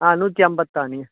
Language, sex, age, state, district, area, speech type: Tamil, male, 30-45, Tamil Nadu, Tiruvannamalai, rural, conversation